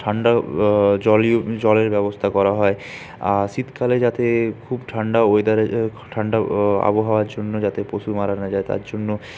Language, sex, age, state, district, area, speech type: Bengali, male, 60+, West Bengal, Purulia, urban, spontaneous